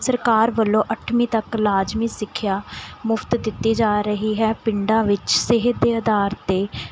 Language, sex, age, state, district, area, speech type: Punjabi, female, 18-30, Punjab, Mohali, rural, spontaneous